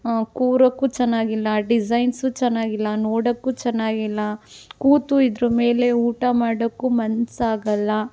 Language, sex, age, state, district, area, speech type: Kannada, female, 18-30, Karnataka, Chitradurga, rural, spontaneous